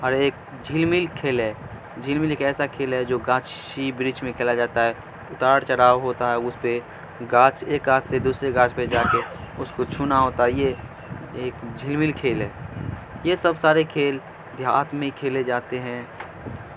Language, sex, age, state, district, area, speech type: Urdu, male, 18-30, Bihar, Madhubani, rural, spontaneous